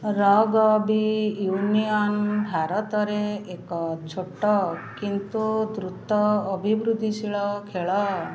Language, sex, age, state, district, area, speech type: Odia, female, 60+, Odisha, Puri, urban, read